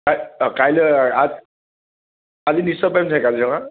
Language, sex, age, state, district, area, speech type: Assamese, male, 30-45, Assam, Nagaon, rural, conversation